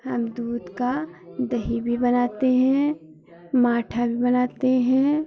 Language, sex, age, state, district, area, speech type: Hindi, female, 45-60, Uttar Pradesh, Hardoi, rural, spontaneous